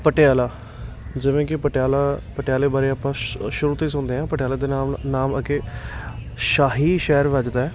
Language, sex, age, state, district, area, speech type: Punjabi, male, 18-30, Punjab, Patiala, urban, spontaneous